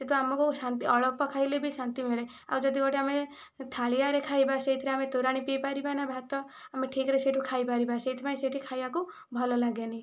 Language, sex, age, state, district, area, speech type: Odia, female, 45-60, Odisha, Kandhamal, rural, spontaneous